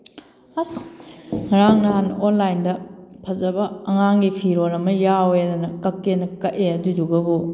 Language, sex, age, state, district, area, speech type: Manipuri, female, 30-45, Manipur, Kakching, rural, spontaneous